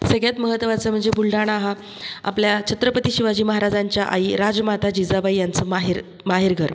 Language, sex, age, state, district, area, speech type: Marathi, female, 45-60, Maharashtra, Buldhana, rural, spontaneous